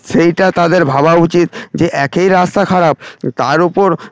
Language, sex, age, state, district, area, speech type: Bengali, male, 45-60, West Bengal, Paschim Medinipur, rural, spontaneous